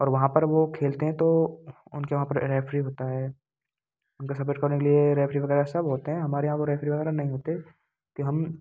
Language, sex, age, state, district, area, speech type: Hindi, male, 18-30, Rajasthan, Bharatpur, rural, spontaneous